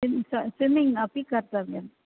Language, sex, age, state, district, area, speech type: Sanskrit, female, 45-60, Rajasthan, Jaipur, rural, conversation